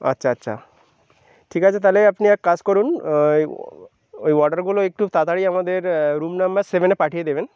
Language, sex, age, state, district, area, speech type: Bengali, male, 30-45, West Bengal, Birbhum, urban, spontaneous